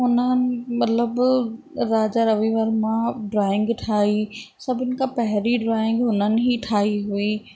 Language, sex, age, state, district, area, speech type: Sindhi, female, 18-30, Rajasthan, Ajmer, urban, spontaneous